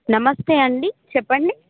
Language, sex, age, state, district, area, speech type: Telugu, female, 18-30, Telangana, Khammam, urban, conversation